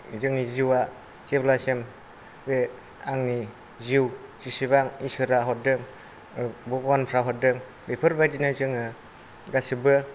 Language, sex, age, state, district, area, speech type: Bodo, male, 45-60, Assam, Kokrajhar, rural, spontaneous